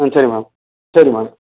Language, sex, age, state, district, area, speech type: Tamil, male, 45-60, Tamil Nadu, Perambalur, urban, conversation